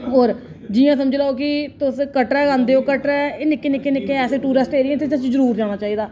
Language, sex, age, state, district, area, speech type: Dogri, female, 30-45, Jammu and Kashmir, Reasi, urban, spontaneous